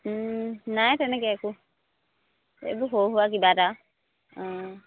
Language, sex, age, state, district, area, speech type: Assamese, female, 30-45, Assam, Dibrugarh, rural, conversation